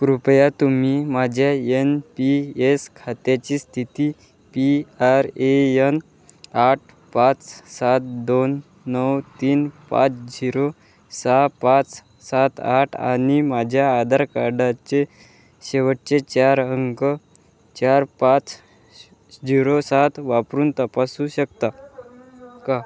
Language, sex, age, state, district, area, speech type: Marathi, male, 18-30, Maharashtra, Wardha, rural, read